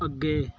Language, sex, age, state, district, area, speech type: Punjabi, male, 18-30, Punjab, Patiala, urban, read